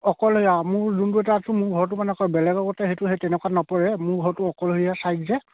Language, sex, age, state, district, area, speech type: Assamese, male, 30-45, Assam, Sivasagar, rural, conversation